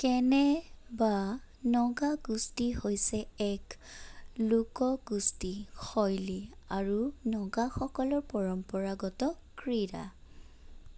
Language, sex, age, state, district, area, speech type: Assamese, female, 30-45, Assam, Sonitpur, rural, read